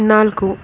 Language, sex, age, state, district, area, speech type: Kannada, female, 18-30, Karnataka, Shimoga, rural, read